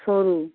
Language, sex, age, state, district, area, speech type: Bengali, female, 60+, West Bengal, Dakshin Dinajpur, rural, conversation